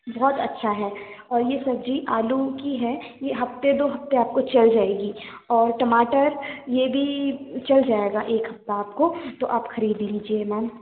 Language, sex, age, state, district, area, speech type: Hindi, female, 18-30, Madhya Pradesh, Balaghat, rural, conversation